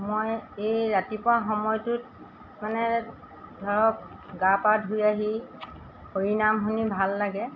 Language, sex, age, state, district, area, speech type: Assamese, female, 60+, Assam, Golaghat, rural, spontaneous